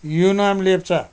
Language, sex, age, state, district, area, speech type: Nepali, male, 60+, West Bengal, Kalimpong, rural, spontaneous